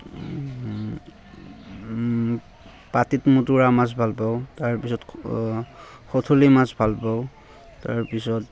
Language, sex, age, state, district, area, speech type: Assamese, male, 30-45, Assam, Barpeta, rural, spontaneous